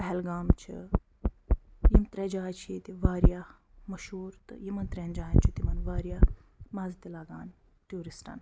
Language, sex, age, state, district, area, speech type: Kashmiri, female, 45-60, Jammu and Kashmir, Budgam, rural, spontaneous